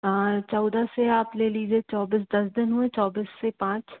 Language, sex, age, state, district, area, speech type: Hindi, female, 18-30, Madhya Pradesh, Bhopal, urban, conversation